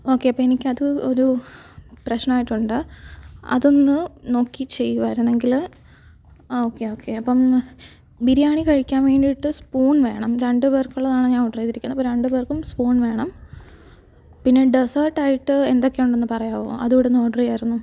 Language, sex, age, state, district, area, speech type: Malayalam, female, 18-30, Kerala, Alappuzha, rural, spontaneous